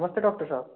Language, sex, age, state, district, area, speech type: Marathi, male, 18-30, Maharashtra, Gondia, rural, conversation